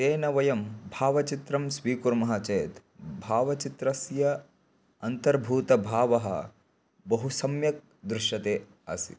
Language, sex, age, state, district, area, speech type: Sanskrit, male, 18-30, Karnataka, Bagalkot, rural, spontaneous